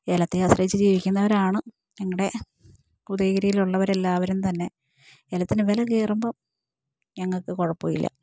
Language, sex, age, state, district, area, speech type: Malayalam, female, 45-60, Kerala, Idukki, rural, spontaneous